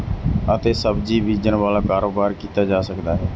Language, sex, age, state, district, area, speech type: Punjabi, male, 30-45, Punjab, Mansa, urban, spontaneous